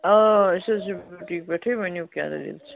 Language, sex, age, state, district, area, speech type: Kashmiri, female, 18-30, Jammu and Kashmir, Srinagar, urban, conversation